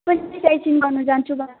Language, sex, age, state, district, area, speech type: Nepali, female, 18-30, West Bengal, Kalimpong, rural, conversation